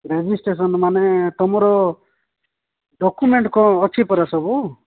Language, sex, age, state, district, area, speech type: Odia, male, 45-60, Odisha, Nabarangpur, rural, conversation